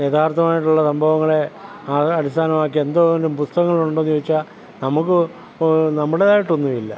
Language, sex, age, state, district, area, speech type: Malayalam, male, 60+, Kerala, Pathanamthitta, rural, spontaneous